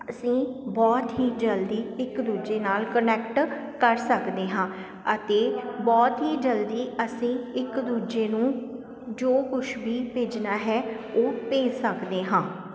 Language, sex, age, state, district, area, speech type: Punjabi, female, 30-45, Punjab, Sangrur, rural, spontaneous